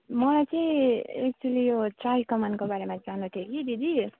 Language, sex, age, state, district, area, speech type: Nepali, female, 30-45, West Bengal, Alipurduar, rural, conversation